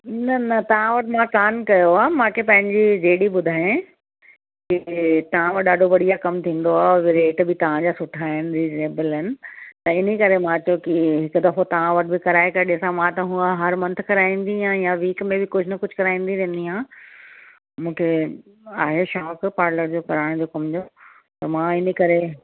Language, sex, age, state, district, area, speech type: Sindhi, female, 45-60, Uttar Pradesh, Lucknow, urban, conversation